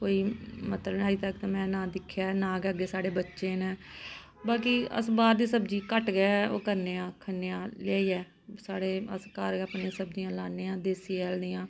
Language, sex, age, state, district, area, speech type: Dogri, female, 30-45, Jammu and Kashmir, Samba, urban, spontaneous